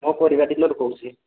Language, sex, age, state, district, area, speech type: Odia, male, 18-30, Odisha, Rayagada, rural, conversation